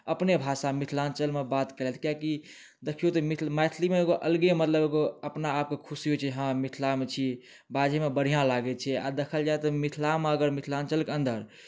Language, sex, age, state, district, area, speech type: Maithili, male, 18-30, Bihar, Darbhanga, rural, spontaneous